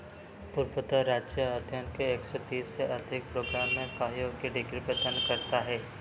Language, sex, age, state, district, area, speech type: Hindi, male, 18-30, Madhya Pradesh, Seoni, urban, read